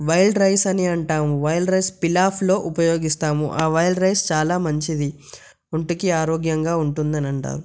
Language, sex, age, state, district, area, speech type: Telugu, male, 18-30, Telangana, Yadadri Bhuvanagiri, urban, spontaneous